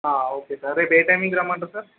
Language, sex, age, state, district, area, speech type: Telugu, male, 30-45, Andhra Pradesh, Srikakulam, urban, conversation